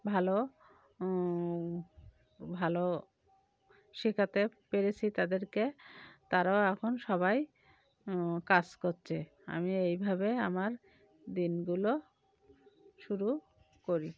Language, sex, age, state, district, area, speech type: Bengali, female, 45-60, West Bengal, Cooch Behar, urban, spontaneous